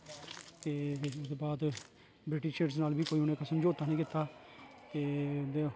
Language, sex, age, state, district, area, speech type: Dogri, male, 30-45, Jammu and Kashmir, Kathua, urban, spontaneous